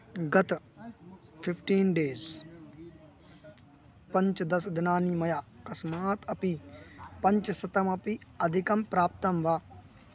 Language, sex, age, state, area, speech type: Sanskrit, male, 18-30, Uttar Pradesh, urban, read